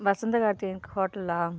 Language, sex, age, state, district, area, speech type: Tamil, female, 45-60, Tamil Nadu, Kallakurichi, urban, spontaneous